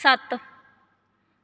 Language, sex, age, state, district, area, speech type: Punjabi, female, 18-30, Punjab, Shaheed Bhagat Singh Nagar, rural, read